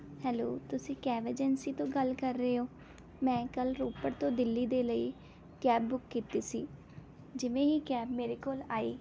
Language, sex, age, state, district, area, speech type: Punjabi, female, 18-30, Punjab, Rupnagar, urban, spontaneous